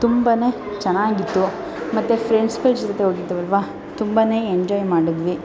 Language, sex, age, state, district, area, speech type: Kannada, female, 18-30, Karnataka, Tumkur, urban, spontaneous